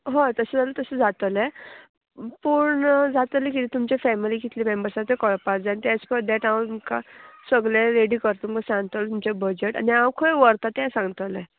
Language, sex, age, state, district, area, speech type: Goan Konkani, female, 18-30, Goa, Murmgao, urban, conversation